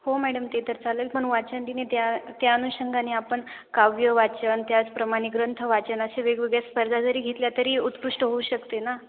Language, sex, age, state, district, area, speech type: Marathi, female, 18-30, Maharashtra, Ahmednagar, rural, conversation